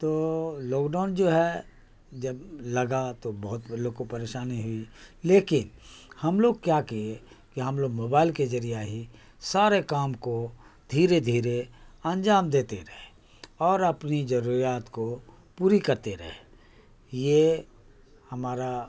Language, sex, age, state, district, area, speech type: Urdu, male, 60+, Bihar, Khagaria, rural, spontaneous